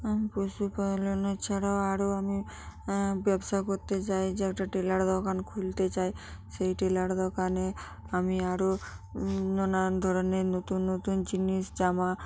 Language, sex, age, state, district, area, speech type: Bengali, female, 45-60, West Bengal, North 24 Parganas, rural, spontaneous